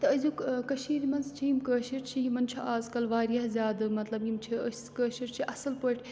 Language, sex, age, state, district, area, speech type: Kashmiri, female, 18-30, Jammu and Kashmir, Srinagar, urban, spontaneous